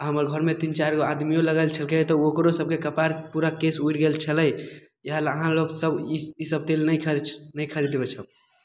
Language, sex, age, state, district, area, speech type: Maithili, male, 18-30, Bihar, Samastipur, rural, spontaneous